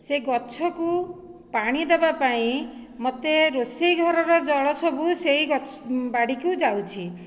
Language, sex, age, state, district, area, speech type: Odia, female, 45-60, Odisha, Dhenkanal, rural, spontaneous